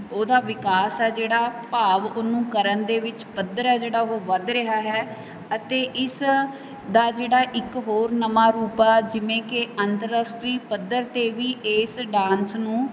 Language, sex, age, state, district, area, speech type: Punjabi, female, 30-45, Punjab, Mansa, urban, spontaneous